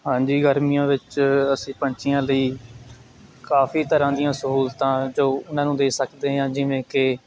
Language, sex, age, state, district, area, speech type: Punjabi, male, 18-30, Punjab, Shaheed Bhagat Singh Nagar, rural, spontaneous